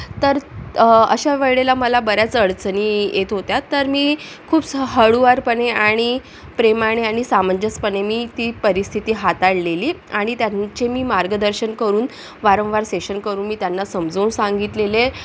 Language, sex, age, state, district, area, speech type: Marathi, female, 18-30, Maharashtra, Akola, urban, spontaneous